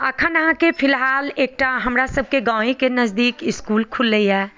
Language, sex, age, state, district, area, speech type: Maithili, female, 45-60, Bihar, Madhubani, rural, spontaneous